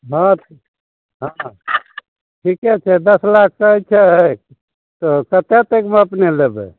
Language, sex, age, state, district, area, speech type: Maithili, male, 60+, Bihar, Begusarai, urban, conversation